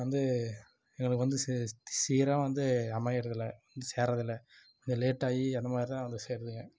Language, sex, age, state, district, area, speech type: Tamil, male, 18-30, Tamil Nadu, Dharmapuri, rural, spontaneous